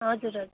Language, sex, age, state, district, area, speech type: Nepali, female, 30-45, West Bengal, Darjeeling, rural, conversation